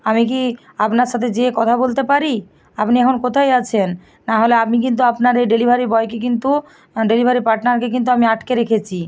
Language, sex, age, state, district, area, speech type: Bengali, female, 45-60, West Bengal, Bankura, urban, spontaneous